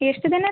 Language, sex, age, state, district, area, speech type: Kannada, female, 18-30, Karnataka, Gulbarga, urban, conversation